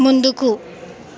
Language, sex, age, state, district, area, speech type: Telugu, female, 18-30, Telangana, Sangareddy, urban, read